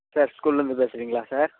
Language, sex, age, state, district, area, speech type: Tamil, male, 18-30, Tamil Nadu, Dharmapuri, rural, conversation